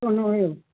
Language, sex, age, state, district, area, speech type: Sindhi, female, 60+, Maharashtra, Thane, urban, conversation